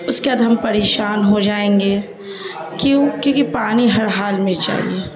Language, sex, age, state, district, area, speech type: Urdu, female, 30-45, Bihar, Darbhanga, urban, spontaneous